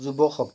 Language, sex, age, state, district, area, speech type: Assamese, male, 45-60, Assam, Jorhat, urban, spontaneous